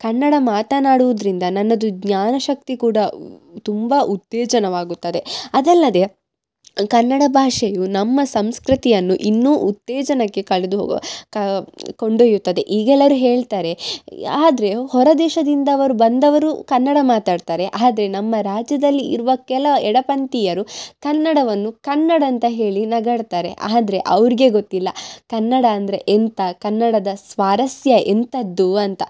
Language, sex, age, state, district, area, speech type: Kannada, female, 18-30, Karnataka, Udupi, rural, spontaneous